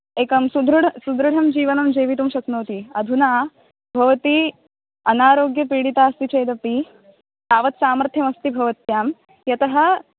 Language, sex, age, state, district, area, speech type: Sanskrit, female, 18-30, Maharashtra, Thane, urban, conversation